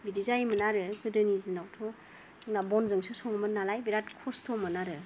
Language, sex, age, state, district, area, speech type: Bodo, female, 45-60, Assam, Kokrajhar, rural, spontaneous